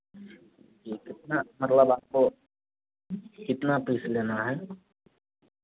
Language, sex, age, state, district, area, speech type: Hindi, male, 30-45, Bihar, Madhepura, rural, conversation